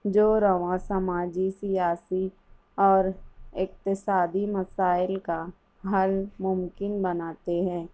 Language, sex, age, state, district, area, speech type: Urdu, female, 18-30, Maharashtra, Nashik, urban, spontaneous